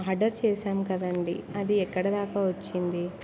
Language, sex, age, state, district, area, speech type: Telugu, female, 18-30, Andhra Pradesh, Kurnool, rural, spontaneous